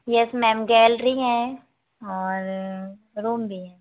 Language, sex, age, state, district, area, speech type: Hindi, female, 18-30, Madhya Pradesh, Hoshangabad, rural, conversation